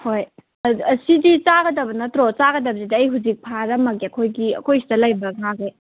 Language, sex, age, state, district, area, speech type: Manipuri, female, 18-30, Manipur, Kangpokpi, urban, conversation